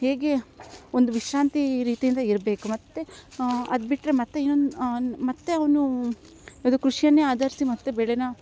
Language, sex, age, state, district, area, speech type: Kannada, female, 18-30, Karnataka, Chikkamagaluru, rural, spontaneous